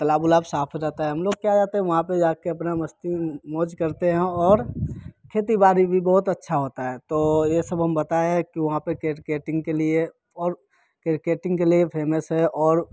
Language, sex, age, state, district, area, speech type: Hindi, male, 18-30, Bihar, Samastipur, urban, spontaneous